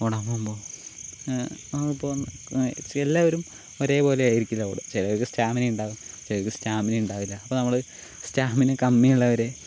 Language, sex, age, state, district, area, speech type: Malayalam, male, 18-30, Kerala, Palakkad, rural, spontaneous